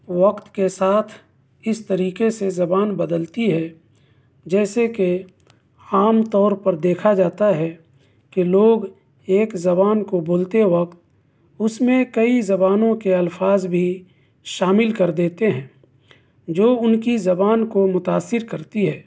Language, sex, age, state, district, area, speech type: Urdu, male, 30-45, Bihar, East Champaran, rural, spontaneous